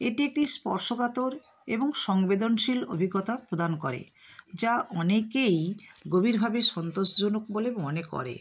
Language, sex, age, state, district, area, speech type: Bengali, female, 60+, West Bengal, Nadia, rural, spontaneous